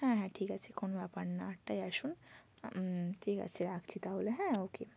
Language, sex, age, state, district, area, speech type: Bengali, female, 30-45, West Bengal, Bankura, urban, spontaneous